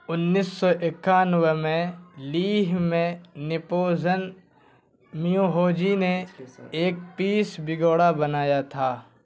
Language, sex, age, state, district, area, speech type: Urdu, male, 18-30, Bihar, Purnia, rural, read